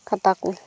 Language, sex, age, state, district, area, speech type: Santali, female, 18-30, Jharkhand, Pakur, rural, spontaneous